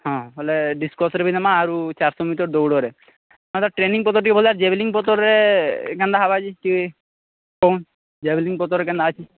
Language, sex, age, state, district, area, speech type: Odia, male, 30-45, Odisha, Sambalpur, rural, conversation